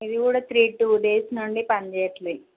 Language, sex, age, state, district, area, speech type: Telugu, female, 45-60, Telangana, Nalgonda, urban, conversation